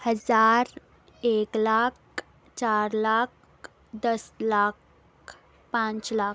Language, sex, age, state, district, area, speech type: Urdu, female, 18-30, Telangana, Hyderabad, urban, spontaneous